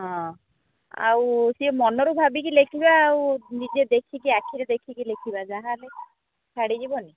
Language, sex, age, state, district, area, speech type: Odia, female, 30-45, Odisha, Jagatsinghpur, rural, conversation